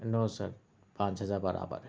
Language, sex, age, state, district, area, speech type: Urdu, male, 30-45, Telangana, Hyderabad, urban, spontaneous